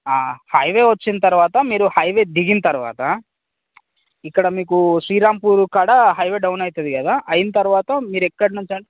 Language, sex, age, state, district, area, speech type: Telugu, male, 18-30, Telangana, Mancherial, rural, conversation